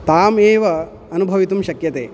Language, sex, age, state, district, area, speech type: Sanskrit, male, 45-60, Karnataka, Udupi, urban, spontaneous